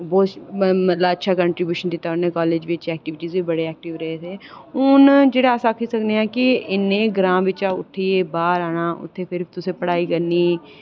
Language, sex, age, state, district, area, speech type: Dogri, female, 18-30, Jammu and Kashmir, Reasi, urban, spontaneous